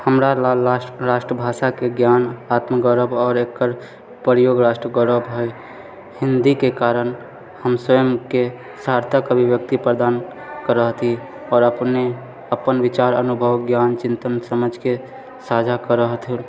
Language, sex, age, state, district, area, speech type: Maithili, male, 30-45, Bihar, Purnia, urban, spontaneous